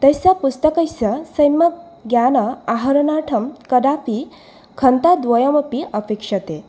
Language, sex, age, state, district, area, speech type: Sanskrit, female, 18-30, Assam, Nalbari, rural, spontaneous